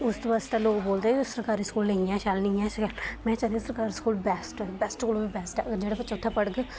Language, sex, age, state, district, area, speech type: Dogri, female, 18-30, Jammu and Kashmir, Kathua, rural, spontaneous